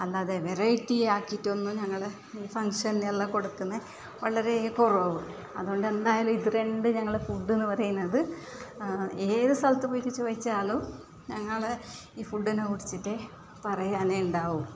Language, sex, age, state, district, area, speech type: Malayalam, female, 45-60, Kerala, Kasaragod, urban, spontaneous